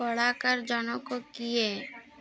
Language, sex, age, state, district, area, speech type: Odia, female, 30-45, Odisha, Malkangiri, urban, read